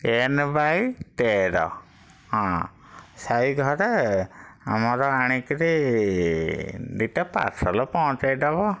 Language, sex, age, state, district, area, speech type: Odia, male, 60+, Odisha, Bhadrak, rural, spontaneous